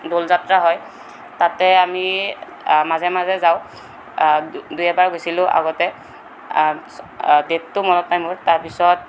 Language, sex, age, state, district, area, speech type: Assamese, male, 18-30, Assam, Kamrup Metropolitan, urban, spontaneous